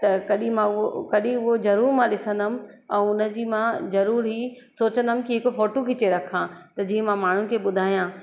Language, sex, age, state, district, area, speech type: Sindhi, female, 30-45, Madhya Pradesh, Katni, urban, spontaneous